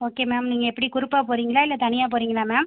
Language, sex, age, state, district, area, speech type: Tamil, female, 30-45, Tamil Nadu, Pudukkottai, rural, conversation